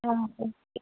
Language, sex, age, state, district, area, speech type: Tamil, female, 18-30, Tamil Nadu, Madurai, urban, conversation